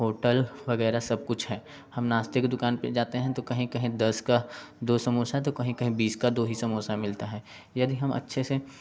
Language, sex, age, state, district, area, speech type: Hindi, male, 18-30, Uttar Pradesh, Prayagraj, urban, spontaneous